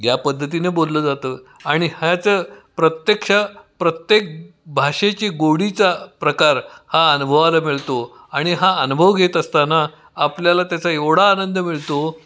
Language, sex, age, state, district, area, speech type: Marathi, male, 60+, Maharashtra, Kolhapur, urban, spontaneous